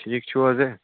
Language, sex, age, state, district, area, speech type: Kashmiri, male, 18-30, Jammu and Kashmir, Bandipora, rural, conversation